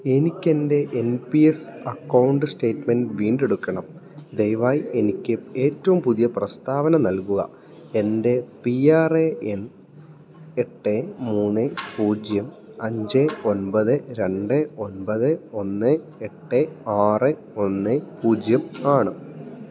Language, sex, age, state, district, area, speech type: Malayalam, male, 18-30, Kerala, Idukki, rural, read